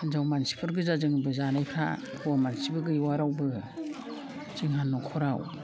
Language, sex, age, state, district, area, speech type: Bodo, female, 60+, Assam, Udalguri, rural, spontaneous